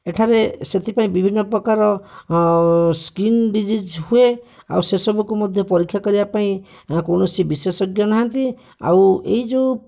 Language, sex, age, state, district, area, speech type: Odia, male, 45-60, Odisha, Bhadrak, rural, spontaneous